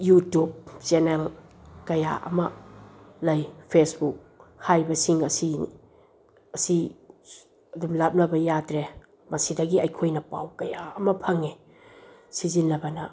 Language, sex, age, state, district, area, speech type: Manipuri, female, 60+, Manipur, Bishnupur, rural, spontaneous